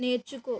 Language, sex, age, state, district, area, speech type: Telugu, female, 30-45, Andhra Pradesh, West Godavari, rural, read